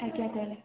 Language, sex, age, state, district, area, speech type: Odia, female, 18-30, Odisha, Puri, urban, conversation